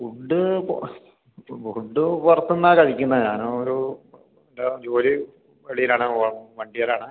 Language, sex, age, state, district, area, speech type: Malayalam, male, 45-60, Kerala, Malappuram, rural, conversation